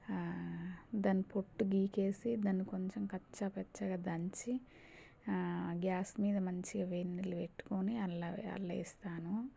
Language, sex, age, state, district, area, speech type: Telugu, female, 30-45, Telangana, Warangal, rural, spontaneous